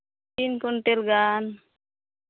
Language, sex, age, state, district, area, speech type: Santali, female, 18-30, Jharkhand, Pakur, rural, conversation